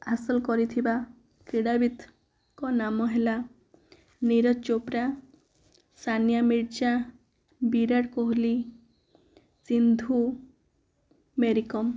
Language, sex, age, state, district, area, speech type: Odia, female, 18-30, Odisha, Kandhamal, rural, spontaneous